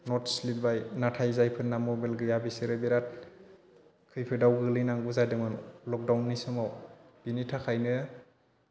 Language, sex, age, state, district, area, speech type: Bodo, male, 30-45, Assam, Chirang, urban, spontaneous